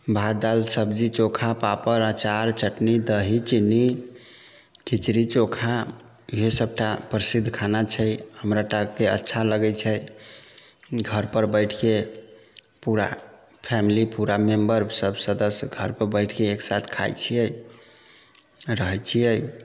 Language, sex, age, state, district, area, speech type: Maithili, male, 45-60, Bihar, Sitamarhi, rural, spontaneous